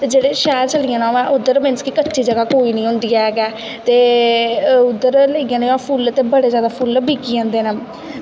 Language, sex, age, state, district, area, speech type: Dogri, female, 18-30, Jammu and Kashmir, Kathua, rural, spontaneous